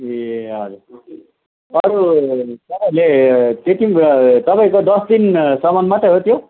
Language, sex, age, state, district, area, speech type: Nepali, male, 30-45, West Bengal, Kalimpong, rural, conversation